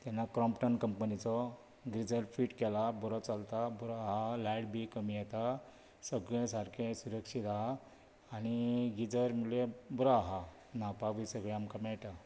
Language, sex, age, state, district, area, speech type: Goan Konkani, male, 45-60, Goa, Bardez, rural, spontaneous